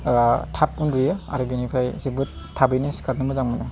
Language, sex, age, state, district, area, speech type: Bodo, male, 30-45, Assam, Chirang, urban, spontaneous